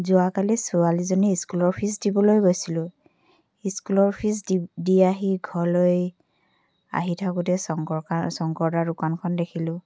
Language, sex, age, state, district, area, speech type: Assamese, female, 18-30, Assam, Tinsukia, urban, spontaneous